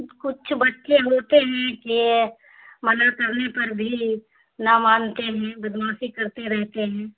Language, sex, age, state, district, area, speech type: Urdu, female, 60+, Bihar, Khagaria, rural, conversation